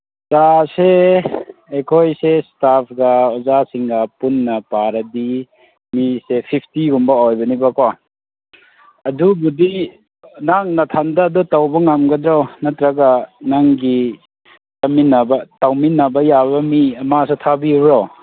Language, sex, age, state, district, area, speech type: Manipuri, male, 18-30, Manipur, Kangpokpi, urban, conversation